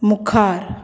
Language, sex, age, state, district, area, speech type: Goan Konkani, female, 30-45, Goa, Bardez, rural, read